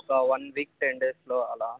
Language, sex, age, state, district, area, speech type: Telugu, male, 30-45, Andhra Pradesh, N T Rama Rao, urban, conversation